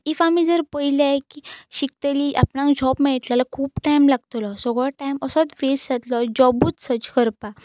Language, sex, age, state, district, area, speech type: Goan Konkani, female, 18-30, Goa, Pernem, rural, spontaneous